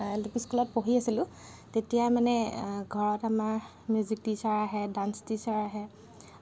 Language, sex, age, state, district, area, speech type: Assamese, female, 30-45, Assam, Lakhimpur, rural, spontaneous